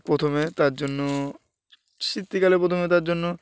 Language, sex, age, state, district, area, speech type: Bengali, male, 18-30, West Bengal, Uttar Dinajpur, urban, spontaneous